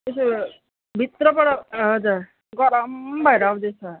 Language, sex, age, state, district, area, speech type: Nepali, female, 30-45, West Bengal, Darjeeling, rural, conversation